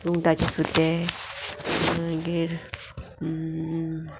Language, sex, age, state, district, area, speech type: Goan Konkani, female, 45-60, Goa, Murmgao, urban, spontaneous